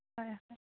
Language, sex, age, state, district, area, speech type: Assamese, female, 18-30, Assam, Biswanath, rural, conversation